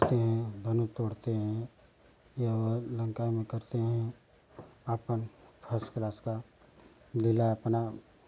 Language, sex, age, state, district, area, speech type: Hindi, male, 45-60, Uttar Pradesh, Ghazipur, rural, spontaneous